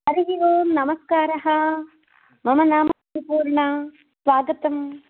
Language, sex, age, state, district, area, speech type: Sanskrit, female, 30-45, Andhra Pradesh, East Godavari, rural, conversation